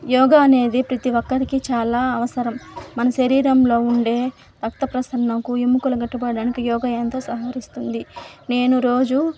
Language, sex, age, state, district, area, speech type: Telugu, female, 18-30, Andhra Pradesh, Nellore, rural, spontaneous